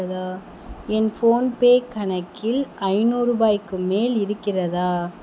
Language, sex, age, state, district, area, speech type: Tamil, female, 18-30, Tamil Nadu, Sivaganga, rural, read